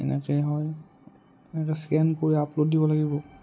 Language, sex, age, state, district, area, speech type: Assamese, male, 18-30, Assam, Udalguri, rural, spontaneous